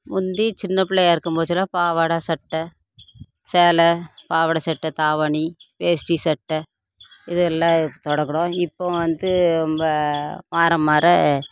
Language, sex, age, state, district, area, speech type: Tamil, female, 45-60, Tamil Nadu, Thoothukudi, rural, spontaneous